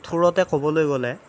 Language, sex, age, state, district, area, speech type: Assamese, male, 18-30, Assam, Darrang, rural, spontaneous